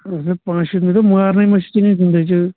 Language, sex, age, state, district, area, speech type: Kashmiri, male, 30-45, Jammu and Kashmir, Anantnag, rural, conversation